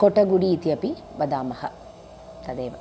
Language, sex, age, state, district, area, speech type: Sanskrit, female, 30-45, Tamil Nadu, Chennai, urban, spontaneous